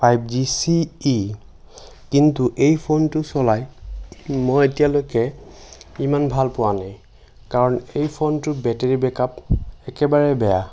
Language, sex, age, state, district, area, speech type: Assamese, male, 18-30, Assam, Sonitpur, rural, spontaneous